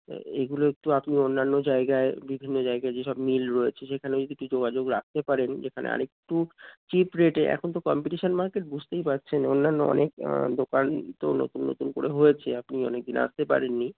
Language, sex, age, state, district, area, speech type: Bengali, male, 30-45, West Bengal, Darjeeling, urban, conversation